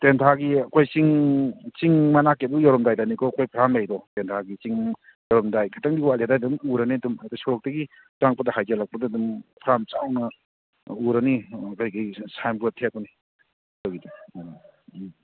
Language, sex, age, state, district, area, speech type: Manipuri, male, 60+, Manipur, Thoubal, rural, conversation